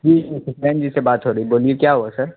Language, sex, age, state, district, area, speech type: Urdu, male, 18-30, Bihar, Saharsa, rural, conversation